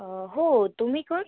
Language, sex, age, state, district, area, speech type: Marathi, female, 18-30, Maharashtra, Washim, rural, conversation